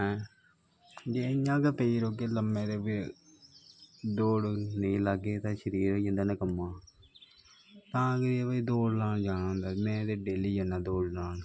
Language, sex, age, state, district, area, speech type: Dogri, male, 18-30, Jammu and Kashmir, Kathua, rural, spontaneous